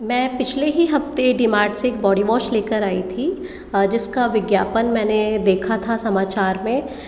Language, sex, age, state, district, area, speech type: Hindi, female, 18-30, Rajasthan, Jaipur, urban, spontaneous